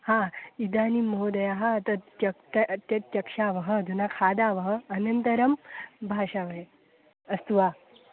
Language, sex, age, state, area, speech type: Sanskrit, female, 18-30, Goa, rural, conversation